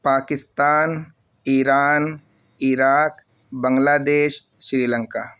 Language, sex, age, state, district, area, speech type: Urdu, male, 18-30, Uttar Pradesh, Siddharthnagar, rural, spontaneous